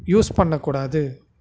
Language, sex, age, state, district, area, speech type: Tamil, male, 30-45, Tamil Nadu, Nagapattinam, rural, spontaneous